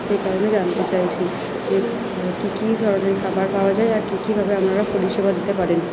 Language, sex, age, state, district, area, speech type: Bengali, female, 45-60, West Bengal, Purba Bardhaman, rural, spontaneous